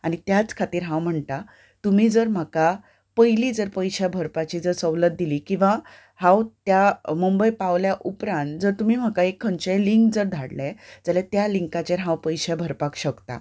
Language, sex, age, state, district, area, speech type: Goan Konkani, female, 30-45, Goa, Ponda, rural, spontaneous